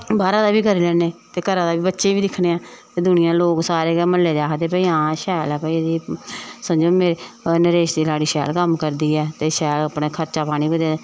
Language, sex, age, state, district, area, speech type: Dogri, female, 45-60, Jammu and Kashmir, Samba, rural, spontaneous